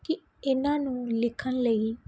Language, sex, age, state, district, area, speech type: Punjabi, female, 18-30, Punjab, Muktsar, rural, spontaneous